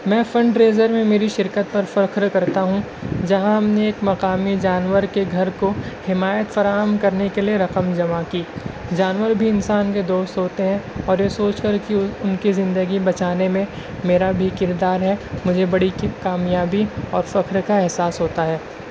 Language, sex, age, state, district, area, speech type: Urdu, male, 60+, Maharashtra, Nashik, urban, spontaneous